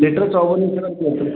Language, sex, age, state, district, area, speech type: Odia, male, 45-60, Odisha, Khordha, rural, conversation